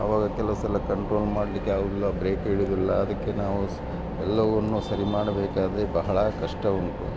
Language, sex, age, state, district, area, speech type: Kannada, male, 60+, Karnataka, Dakshina Kannada, rural, spontaneous